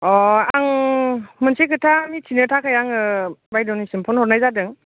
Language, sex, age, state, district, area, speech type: Bodo, female, 30-45, Assam, Baksa, rural, conversation